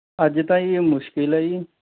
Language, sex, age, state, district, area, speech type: Punjabi, male, 18-30, Punjab, Mohali, urban, conversation